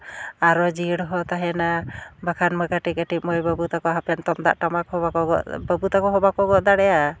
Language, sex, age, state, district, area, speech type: Santali, female, 30-45, West Bengal, Jhargram, rural, spontaneous